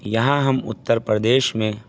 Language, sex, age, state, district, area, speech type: Urdu, male, 18-30, Uttar Pradesh, Saharanpur, urban, spontaneous